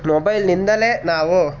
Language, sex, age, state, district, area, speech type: Kannada, male, 18-30, Karnataka, Mysore, rural, spontaneous